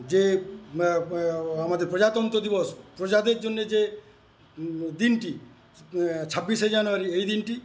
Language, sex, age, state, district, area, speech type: Bengali, male, 60+, West Bengal, Paschim Medinipur, rural, spontaneous